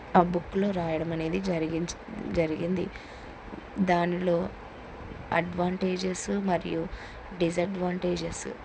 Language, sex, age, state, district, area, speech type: Telugu, female, 18-30, Andhra Pradesh, Kurnool, rural, spontaneous